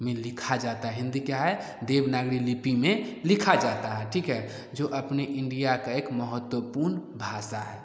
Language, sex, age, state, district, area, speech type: Hindi, male, 18-30, Bihar, Samastipur, rural, spontaneous